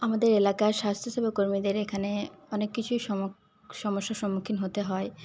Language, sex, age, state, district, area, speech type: Bengali, female, 18-30, West Bengal, Paschim Bardhaman, rural, spontaneous